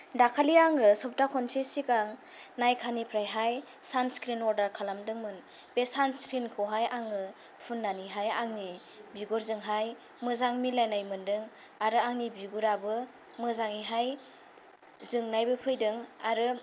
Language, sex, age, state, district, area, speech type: Bodo, female, 18-30, Assam, Kokrajhar, rural, spontaneous